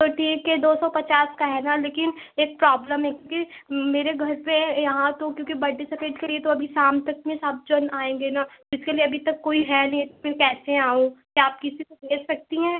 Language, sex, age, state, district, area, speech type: Hindi, female, 18-30, Uttar Pradesh, Prayagraj, urban, conversation